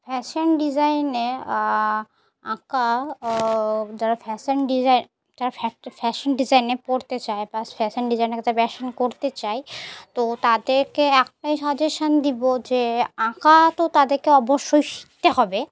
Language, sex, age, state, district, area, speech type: Bengali, female, 30-45, West Bengal, Murshidabad, urban, spontaneous